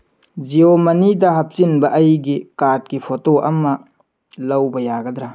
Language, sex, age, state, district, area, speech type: Manipuri, male, 18-30, Manipur, Tengnoupal, rural, read